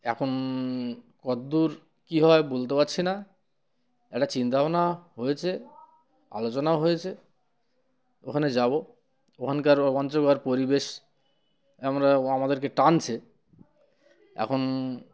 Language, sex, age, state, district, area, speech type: Bengali, male, 30-45, West Bengal, Uttar Dinajpur, urban, spontaneous